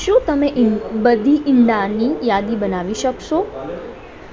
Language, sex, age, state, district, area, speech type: Gujarati, female, 30-45, Gujarat, Morbi, rural, read